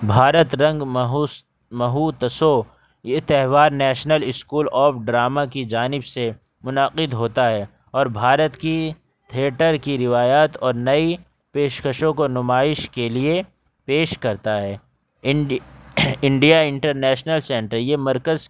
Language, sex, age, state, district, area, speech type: Urdu, male, 18-30, Delhi, North West Delhi, urban, spontaneous